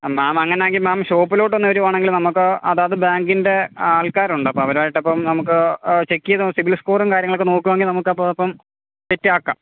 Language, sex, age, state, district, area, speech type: Malayalam, male, 30-45, Kerala, Alappuzha, rural, conversation